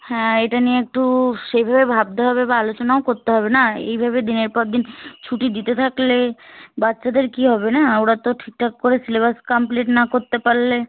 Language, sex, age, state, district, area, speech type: Bengali, female, 18-30, West Bengal, Birbhum, urban, conversation